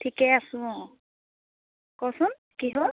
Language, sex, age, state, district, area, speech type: Assamese, female, 18-30, Assam, Biswanath, rural, conversation